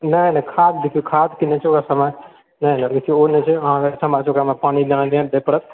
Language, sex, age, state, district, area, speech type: Maithili, male, 60+, Bihar, Purnia, urban, conversation